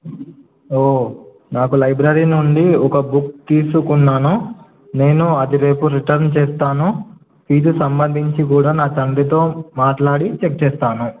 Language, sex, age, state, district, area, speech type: Telugu, male, 18-30, Telangana, Nizamabad, urban, conversation